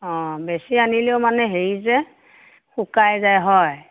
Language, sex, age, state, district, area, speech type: Assamese, female, 60+, Assam, Morigaon, rural, conversation